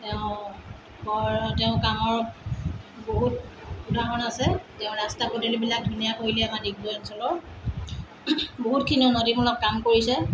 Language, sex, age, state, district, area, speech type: Assamese, female, 45-60, Assam, Tinsukia, rural, spontaneous